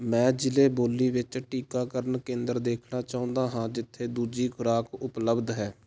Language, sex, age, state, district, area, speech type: Punjabi, male, 18-30, Punjab, Fatehgarh Sahib, rural, read